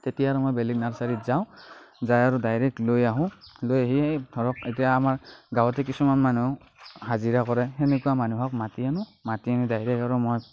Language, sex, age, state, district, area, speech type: Assamese, male, 45-60, Assam, Morigaon, rural, spontaneous